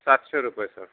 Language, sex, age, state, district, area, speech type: Marathi, male, 45-60, Maharashtra, Nanded, rural, conversation